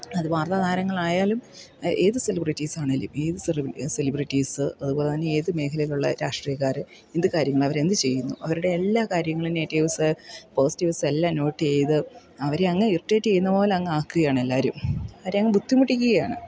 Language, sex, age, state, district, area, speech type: Malayalam, female, 30-45, Kerala, Idukki, rural, spontaneous